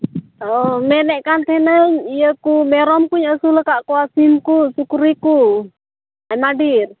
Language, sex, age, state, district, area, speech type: Santali, female, 18-30, Jharkhand, Pakur, rural, conversation